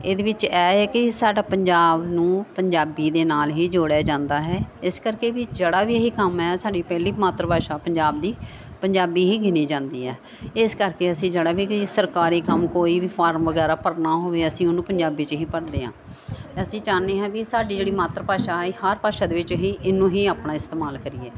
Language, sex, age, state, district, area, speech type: Punjabi, female, 45-60, Punjab, Gurdaspur, urban, spontaneous